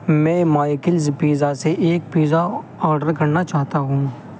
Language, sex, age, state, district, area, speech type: Urdu, male, 18-30, Uttar Pradesh, Muzaffarnagar, urban, read